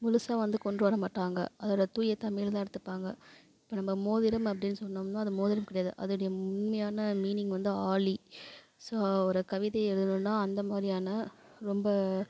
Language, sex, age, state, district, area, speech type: Tamil, female, 30-45, Tamil Nadu, Thanjavur, rural, spontaneous